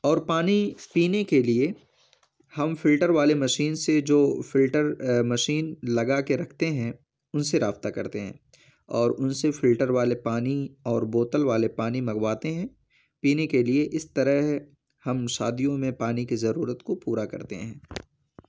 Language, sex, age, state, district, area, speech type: Urdu, male, 18-30, Uttar Pradesh, Ghaziabad, urban, spontaneous